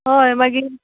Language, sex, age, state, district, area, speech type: Goan Konkani, female, 18-30, Goa, Canacona, rural, conversation